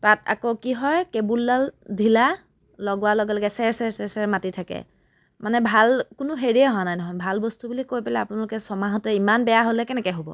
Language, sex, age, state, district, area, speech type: Assamese, female, 30-45, Assam, Biswanath, rural, spontaneous